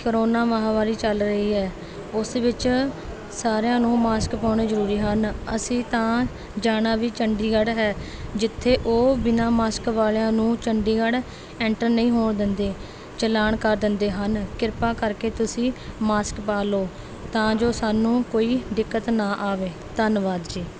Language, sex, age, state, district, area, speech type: Punjabi, female, 18-30, Punjab, Rupnagar, rural, spontaneous